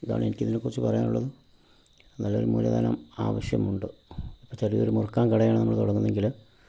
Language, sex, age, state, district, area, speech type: Malayalam, male, 45-60, Kerala, Pathanamthitta, rural, spontaneous